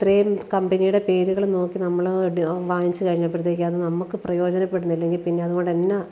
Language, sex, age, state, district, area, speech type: Malayalam, female, 45-60, Kerala, Alappuzha, rural, spontaneous